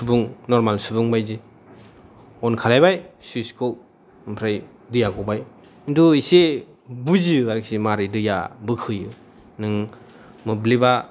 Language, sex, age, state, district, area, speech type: Bodo, male, 18-30, Assam, Chirang, urban, spontaneous